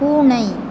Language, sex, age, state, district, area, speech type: Tamil, female, 18-30, Tamil Nadu, Pudukkottai, rural, read